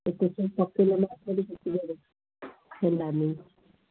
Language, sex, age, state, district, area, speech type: Odia, female, 60+, Odisha, Gajapati, rural, conversation